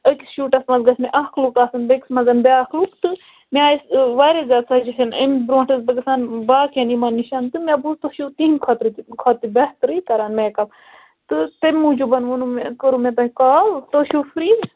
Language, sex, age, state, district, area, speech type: Kashmiri, female, 30-45, Jammu and Kashmir, Budgam, rural, conversation